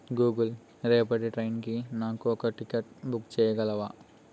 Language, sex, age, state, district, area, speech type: Telugu, male, 18-30, Andhra Pradesh, East Godavari, rural, read